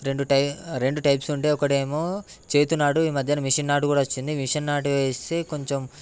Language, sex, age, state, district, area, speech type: Telugu, male, 18-30, Telangana, Ranga Reddy, urban, spontaneous